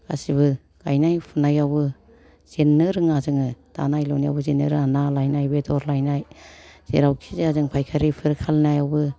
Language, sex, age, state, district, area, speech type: Bodo, female, 60+, Assam, Kokrajhar, rural, spontaneous